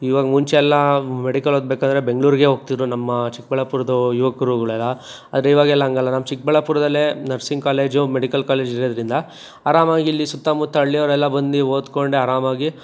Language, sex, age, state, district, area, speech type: Kannada, male, 30-45, Karnataka, Chikkaballapur, urban, spontaneous